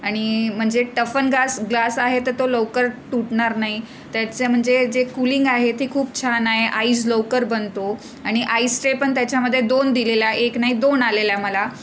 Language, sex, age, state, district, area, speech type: Marathi, female, 30-45, Maharashtra, Nagpur, urban, spontaneous